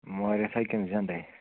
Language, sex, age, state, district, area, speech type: Kashmiri, male, 45-60, Jammu and Kashmir, Bandipora, rural, conversation